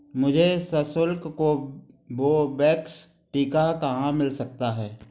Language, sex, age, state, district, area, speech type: Hindi, male, 45-60, Madhya Pradesh, Gwalior, urban, read